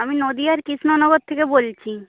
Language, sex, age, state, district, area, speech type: Bengali, female, 30-45, West Bengal, Nadia, rural, conversation